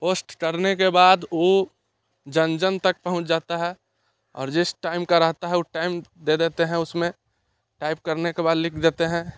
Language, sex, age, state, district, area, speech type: Hindi, male, 18-30, Bihar, Muzaffarpur, urban, spontaneous